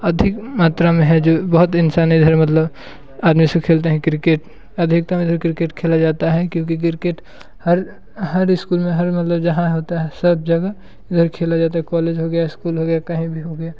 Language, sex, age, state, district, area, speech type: Hindi, male, 18-30, Bihar, Muzaffarpur, rural, spontaneous